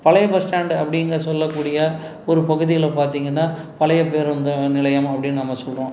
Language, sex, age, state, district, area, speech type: Tamil, male, 45-60, Tamil Nadu, Salem, urban, spontaneous